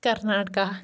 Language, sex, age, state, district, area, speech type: Kashmiri, female, 30-45, Jammu and Kashmir, Anantnag, rural, spontaneous